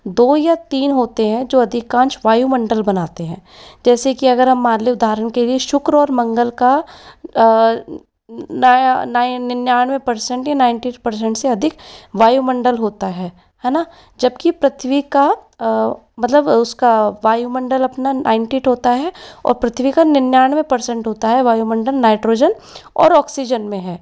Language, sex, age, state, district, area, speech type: Hindi, female, 60+, Rajasthan, Jaipur, urban, spontaneous